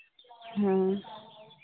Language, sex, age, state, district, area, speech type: Hindi, female, 45-60, Bihar, Madhepura, rural, conversation